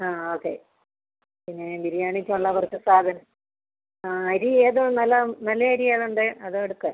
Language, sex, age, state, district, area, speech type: Malayalam, female, 45-60, Kerala, Kottayam, rural, conversation